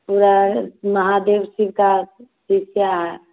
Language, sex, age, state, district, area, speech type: Hindi, female, 30-45, Bihar, Vaishali, rural, conversation